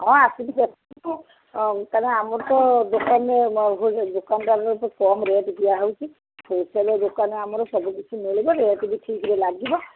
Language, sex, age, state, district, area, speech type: Odia, female, 60+, Odisha, Gajapati, rural, conversation